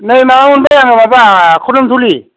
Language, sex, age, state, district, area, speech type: Bodo, male, 45-60, Assam, Chirang, rural, conversation